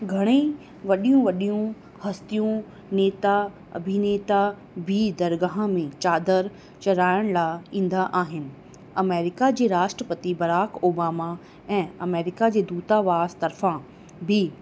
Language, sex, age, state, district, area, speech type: Sindhi, female, 30-45, Rajasthan, Ajmer, urban, spontaneous